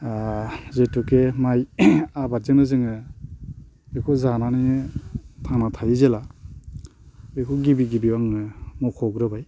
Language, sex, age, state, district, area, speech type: Bodo, male, 45-60, Assam, Baksa, rural, spontaneous